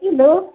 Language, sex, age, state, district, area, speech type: Odia, female, 18-30, Odisha, Subarnapur, urban, conversation